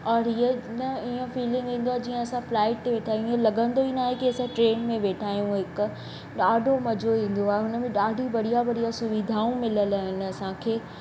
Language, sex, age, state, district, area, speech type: Sindhi, female, 18-30, Madhya Pradesh, Katni, urban, spontaneous